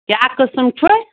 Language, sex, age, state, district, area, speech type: Kashmiri, female, 60+, Jammu and Kashmir, Anantnag, rural, conversation